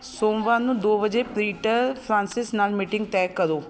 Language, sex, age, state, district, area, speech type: Punjabi, female, 30-45, Punjab, Shaheed Bhagat Singh Nagar, urban, read